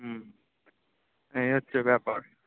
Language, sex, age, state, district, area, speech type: Bengali, male, 30-45, West Bengal, Kolkata, urban, conversation